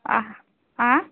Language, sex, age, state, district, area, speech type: Marathi, female, 30-45, Maharashtra, Yavatmal, rural, conversation